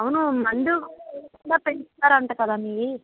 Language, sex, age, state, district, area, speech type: Telugu, female, 60+, Andhra Pradesh, Konaseema, rural, conversation